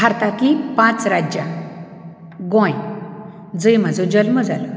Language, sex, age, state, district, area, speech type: Goan Konkani, female, 45-60, Goa, Ponda, rural, spontaneous